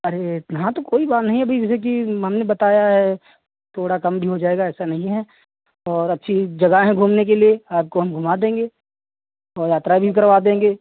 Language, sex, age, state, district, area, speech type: Hindi, male, 45-60, Uttar Pradesh, Lucknow, rural, conversation